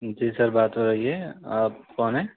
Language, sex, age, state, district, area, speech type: Urdu, male, 18-30, Delhi, East Delhi, urban, conversation